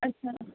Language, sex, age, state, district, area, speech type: Punjabi, female, 18-30, Punjab, Gurdaspur, rural, conversation